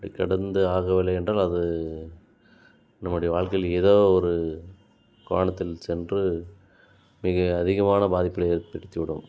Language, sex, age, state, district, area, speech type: Tamil, male, 30-45, Tamil Nadu, Dharmapuri, rural, spontaneous